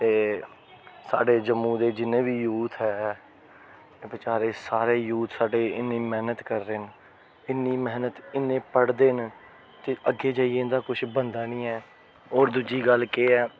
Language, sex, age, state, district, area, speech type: Dogri, male, 30-45, Jammu and Kashmir, Jammu, urban, spontaneous